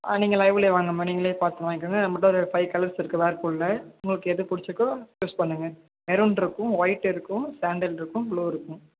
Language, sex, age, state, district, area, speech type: Tamil, male, 18-30, Tamil Nadu, Thanjavur, rural, conversation